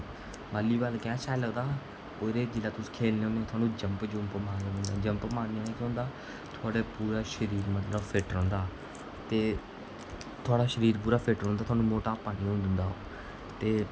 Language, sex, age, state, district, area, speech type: Dogri, male, 18-30, Jammu and Kashmir, Kathua, rural, spontaneous